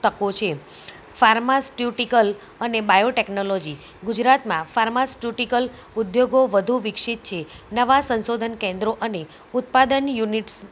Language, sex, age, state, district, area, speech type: Gujarati, female, 30-45, Gujarat, Kheda, rural, spontaneous